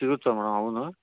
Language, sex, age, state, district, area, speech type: Kannada, male, 30-45, Karnataka, Davanagere, rural, conversation